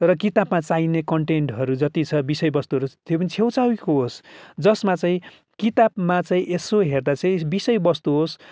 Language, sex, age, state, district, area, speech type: Nepali, male, 45-60, West Bengal, Kalimpong, rural, spontaneous